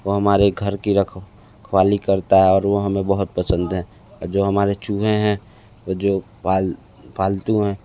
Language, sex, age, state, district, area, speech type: Hindi, male, 30-45, Uttar Pradesh, Sonbhadra, rural, spontaneous